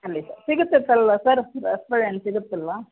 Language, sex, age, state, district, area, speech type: Kannada, female, 30-45, Karnataka, Chamarajanagar, rural, conversation